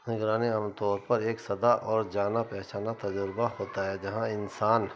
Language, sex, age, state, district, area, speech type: Urdu, male, 60+, Uttar Pradesh, Muzaffarnagar, urban, spontaneous